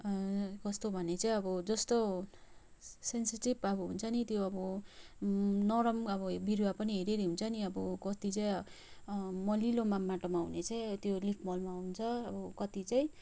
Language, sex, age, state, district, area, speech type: Nepali, female, 30-45, West Bengal, Kalimpong, rural, spontaneous